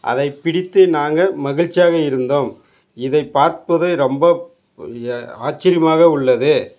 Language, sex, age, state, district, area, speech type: Tamil, male, 60+, Tamil Nadu, Dharmapuri, rural, spontaneous